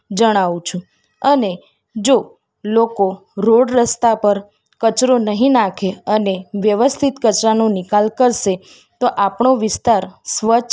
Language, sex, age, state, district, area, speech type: Gujarati, female, 30-45, Gujarat, Ahmedabad, urban, spontaneous